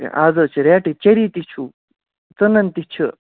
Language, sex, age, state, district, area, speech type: Kashmiri, female, 18-30, Jammu and Kashmir, Baramulla, rural, conversation